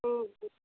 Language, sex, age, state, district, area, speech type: Hindi, female, 30-45, Uttar Pradesh, Jaunpur, rural, conversation